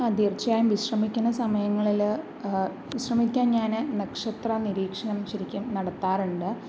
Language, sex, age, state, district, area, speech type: Malayalam, female, 45-60, Kerala, Palakkad, rural, spontaneous